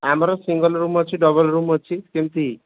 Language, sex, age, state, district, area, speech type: Odia, male, 30-45, Odisha, Sambalpur, rural, conversation